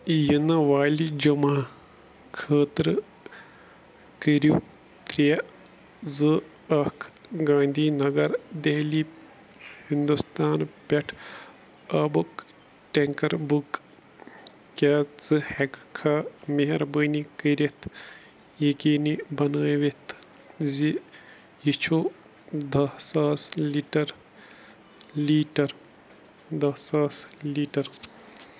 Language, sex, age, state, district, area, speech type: Kashmiri, male, 30-45, Jammu and Kashmir, Bandipora, rural, read